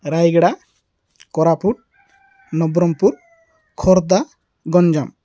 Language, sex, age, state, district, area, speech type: Odia, male, 30-45, Odisha, Rayagada, rural, spontaneous